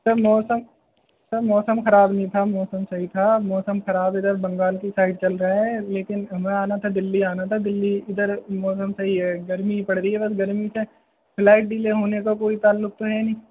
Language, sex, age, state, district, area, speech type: Urdu, male, 18-30, Delhi, North West Delhi, urban, conversation